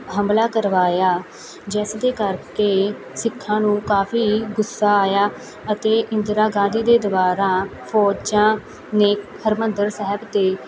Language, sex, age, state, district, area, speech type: Punjabi, female, 18-30, Punjab, Muktsar, rural, spontaneous